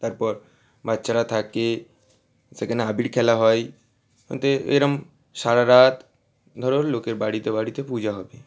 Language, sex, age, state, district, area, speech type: Bengali, male, 18-30, West Bengal, Howrah, urban, spontaneous